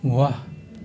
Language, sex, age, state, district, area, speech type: Nepali, male, 60+, West Bengal, Darjeeling, rural, read